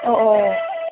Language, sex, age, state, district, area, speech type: Malayalam, female, 45-60, Kerala, Palakkad, rural, conversation